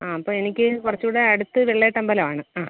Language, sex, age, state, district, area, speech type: Malayalam, female, 30-45, Kerala, Kollam, urban, conversation